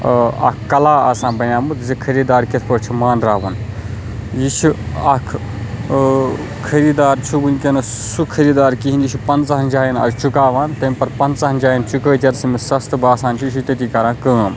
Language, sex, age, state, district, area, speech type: Kashmiri, male, 30-45, Jammu and Kashmir, Baramulla, rural, spontaneous